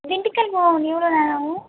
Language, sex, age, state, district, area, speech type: Tamil, female, 18-30, Tamil Nadu, Kallakurichi, rural, conversation